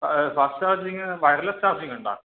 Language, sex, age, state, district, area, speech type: Malayalam, male, 18-30, Kerala, Kannur, rural, conversation